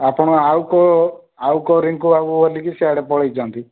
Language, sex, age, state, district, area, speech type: Odia, male, 30-45, Odisha, Rayagada, urban, conversation